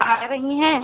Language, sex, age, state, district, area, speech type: Hindi, female, 30-45, Uttar Pradesh, Prayagraj, rural, conversation